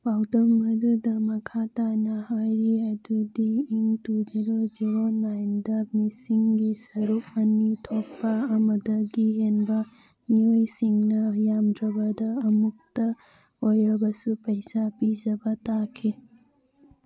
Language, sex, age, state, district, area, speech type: Manipuri, female, 30-45, Manipur, Churachandpur, rural, read